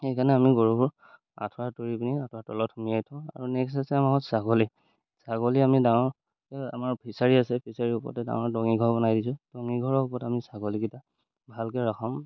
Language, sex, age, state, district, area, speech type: Assamese, male, 18-30, Assam, Majuli, urban, spontaneous